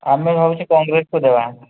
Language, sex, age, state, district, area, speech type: Odia, male, 18-30, Odisha, Mayurbhanj, rural, conversation